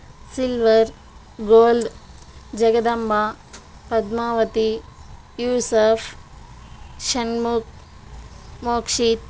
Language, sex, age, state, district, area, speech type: Telugu, female, 30-45, Andhra Pradesh, Chittoor, rural, spontaneous